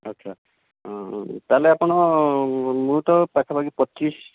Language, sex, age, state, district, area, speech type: Odia, male, 30-45, Odisha, Nayagarh, rural, conversation